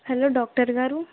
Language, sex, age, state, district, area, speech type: Telugu, female, 18-30, Telangana, Medak, urban, conversation